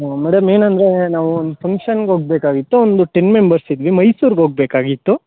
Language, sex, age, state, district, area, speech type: Kannada, male, 18-30, Karnataka, Chamarajanagar, rural, conversation